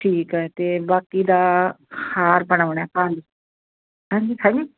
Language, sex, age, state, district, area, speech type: Punjabi, female, 60+, Punjab, Muktsar, urban, conversation